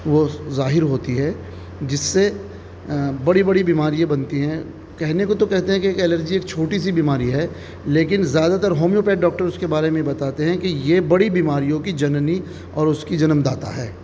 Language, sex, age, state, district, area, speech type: Urdu, male, 45-60, Delhi, South Delhi, urban, spontaneous